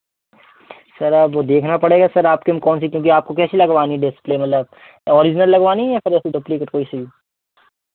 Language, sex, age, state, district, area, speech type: Hindi, male, 18-30, Madhya Pradesh, Seoni, urban, conversation